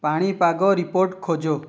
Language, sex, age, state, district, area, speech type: Odia, male, 18-30, Odisha, Dhenkanal, rural, read